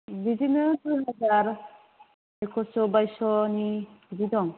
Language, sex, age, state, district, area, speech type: Bodo, female, 30-45, Assam, Kokrajhar, rural, conversation